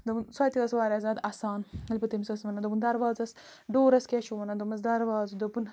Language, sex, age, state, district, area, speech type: Kashmiri, female, 30-45, Jammu and Kashmir, Bandipora, rural, spontaneous